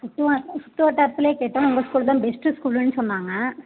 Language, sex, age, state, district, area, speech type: Tamil, female, 30-45, Tamil Nadu, Mayiladuthurai, urban, conversation